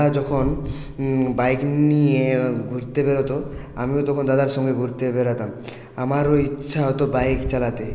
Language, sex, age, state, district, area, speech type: Bengali, male, 18-30, West Bengal, Purulia, urban, spontaneous